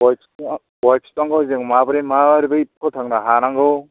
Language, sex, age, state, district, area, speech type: Bodo, male, 60+, Assam, Chirang, rural, conversation